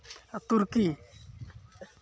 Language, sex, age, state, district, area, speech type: Santali, male, 18-30, West Bengal, Malda, rural, spontaneous